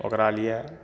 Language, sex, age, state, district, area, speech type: Maithili, male, 60+, Bihar, Madhepura, urban, spontaneous